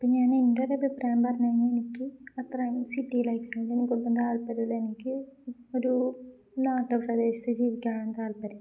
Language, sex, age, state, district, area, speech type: Malayalam, female, 18-30, Kerala, Kozhikode, rural, spontaneous